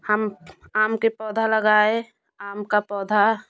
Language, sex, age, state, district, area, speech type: Hindi, female, 30-45, Uttar Pradesh, Jaunpur, rural, spontaneous